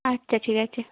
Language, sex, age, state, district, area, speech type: Bengali, female, 18-30, West Bengal, Birbhum, urban, conversation